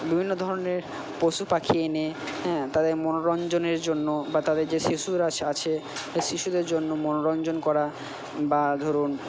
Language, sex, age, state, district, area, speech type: Bengali, male, 45-60, West Bengal, Purba Bardhaman, urban, spontaneous